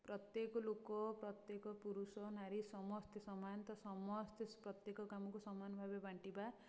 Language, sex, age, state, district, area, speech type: Odia, female, 18-30, Odisha, Puri, urban, spontaneous